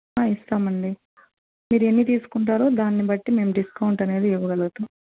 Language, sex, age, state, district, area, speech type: Telugu, female, 18-30, Andhra Pradesh, Eluru, urban, conversation